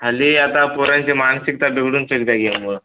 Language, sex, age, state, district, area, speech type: Marathi, male, 18-30, Maharashtra, Hingoli, urban, conversation